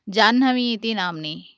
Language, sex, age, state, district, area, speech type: Sanskrit, female, 30-45, Karnataka, Udupi, urban, spontaneous